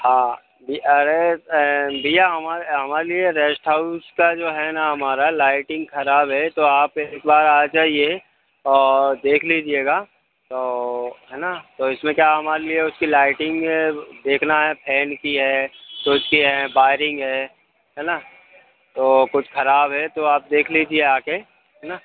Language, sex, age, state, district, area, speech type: Hindi, male, 30-45, Madhya Pradesh, Hoshangabad, rural, conversation